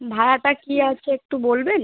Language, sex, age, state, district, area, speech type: Bengali, female, 30-45, West Bengal, Kolkata, urban, conversation